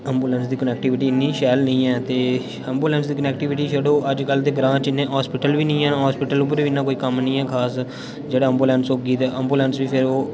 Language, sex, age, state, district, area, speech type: Dogri, male, 18-30, Jammu and Kashmir, Udhampur, rural, spontaneous